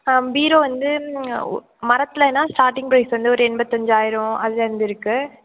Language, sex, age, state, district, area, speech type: Tamil, female, 18-30, Tamil Nadu, Mayiladuthurai, rural, conversation